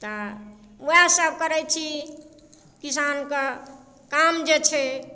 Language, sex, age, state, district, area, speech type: Maithili, female, 45-60, Bihar, Darbhanga, rural, spontaneous